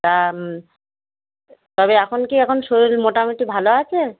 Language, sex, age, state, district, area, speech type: Bengali, female, 45-60, West Bengal, Dakshin Dinajpur, rural, conversation